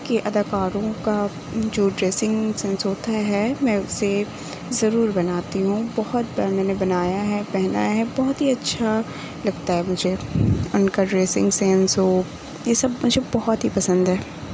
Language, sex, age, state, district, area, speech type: Urdu, female, 18-30, Uttar Pradesh, Mau, urban, spontaneous